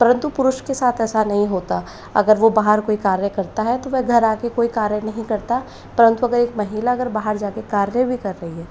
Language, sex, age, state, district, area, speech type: Hindi, female, 45-60, Rajasthan, Jaipur, urban, spontaneous